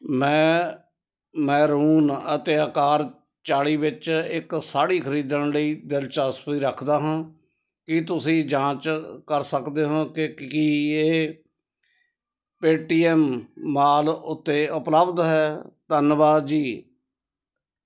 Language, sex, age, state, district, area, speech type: Punjabi, male, 60+, Punjab, Ludhiana, rural, read